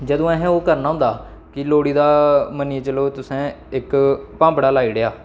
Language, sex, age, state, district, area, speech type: Dogri, male, 18-30, Jammu and Kashmir, Samba, rural, spontaneous